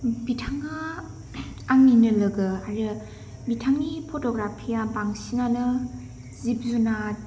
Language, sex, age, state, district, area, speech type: Bodo, female, 18-30, Assam, Kokrajhar, urban, spontaneous